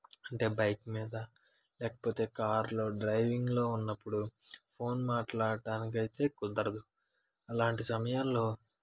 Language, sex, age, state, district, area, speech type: Telugu, male, 18-30, Andhra Pradesh, Srikakulam, rural, spontaneous